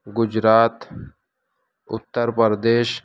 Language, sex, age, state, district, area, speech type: Urdu, male, 18-30, Maharashtra, Nashik, urban, spontaneous